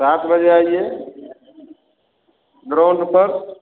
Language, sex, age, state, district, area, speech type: Hindi, male, 30-45, Bihar, Begusarai, rural, conversation